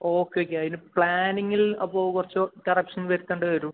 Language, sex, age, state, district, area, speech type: Malayalam, male, 18-30, Kerala, Kasaragod, urban, conversation